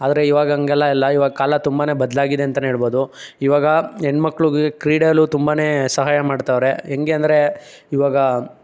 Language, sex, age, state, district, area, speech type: Kannada, male, 18-30, Karnataka, Chikkaballapur, rural, spontaneous